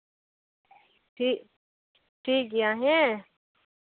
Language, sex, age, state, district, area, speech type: Santali, female, 30-45, West Bengal, Malda, rural, conversation